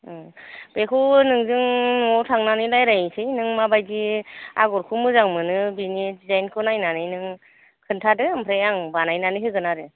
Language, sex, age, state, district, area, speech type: Bodo, female, 45-60, Assam, Kokrajhar, urban, conversation